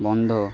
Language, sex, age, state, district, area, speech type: Bengali, male, 18-30, West Bengal, Purba Bardhaman, rural, read